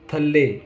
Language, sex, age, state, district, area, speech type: Punjabi, male, 18-30, Punjab, Rupnagar, rural, read